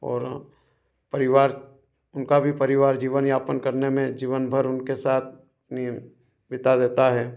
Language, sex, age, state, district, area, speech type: Hindi, male, 45-60, Madhya Pradesh, Ujjain, urban, spontaneous